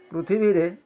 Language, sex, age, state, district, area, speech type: Odia, male, 60+, Odisha, Bargarh, urban, spontaneous